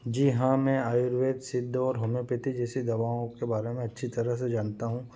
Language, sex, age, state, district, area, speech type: Hindi, male, 30-45, Madhya Pradesh, Ujjain, rural, spontaneous